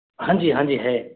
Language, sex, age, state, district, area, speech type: Hindi, male, 18-30, Rajasthan, Jaipur, urban, conversation